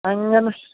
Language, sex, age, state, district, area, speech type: Malayalam, male, 30-45, Kerala, Thiruvananthapuram, urban, conversation